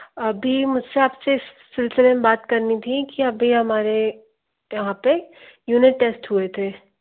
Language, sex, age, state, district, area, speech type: Hindi, female, 60+, Madhya Pradesh, Bhopal, urban, conversation